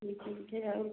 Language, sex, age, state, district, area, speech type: Hindi, female, 30-45, Uttar Pradesh, Prayagraj, rural, conversation